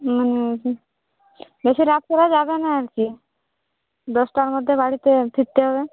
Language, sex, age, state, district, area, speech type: Bengali, female, 18-30, West Bengal, Jhargram, rural, conversation